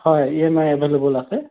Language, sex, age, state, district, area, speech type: Assamese, male, 30-45, Assam, Sonitpur, rural, conversation